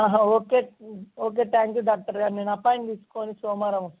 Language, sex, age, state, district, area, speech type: Telugu, male, 18-30, Telangana, Ranga Reddy, urban, conversation